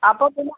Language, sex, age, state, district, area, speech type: Malayalam, female, 60+, Kerala, Thiruvananthapuram, urban, conversation